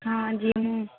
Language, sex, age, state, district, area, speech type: Odia, female, 18-30, Odisha, Nuapada, urban, conversation